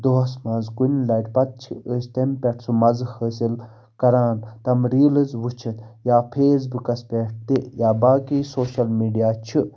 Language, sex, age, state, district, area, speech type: Kashmiri, male, 18-30, Jammu and Kashmir, Baramulla, rural, spontaneous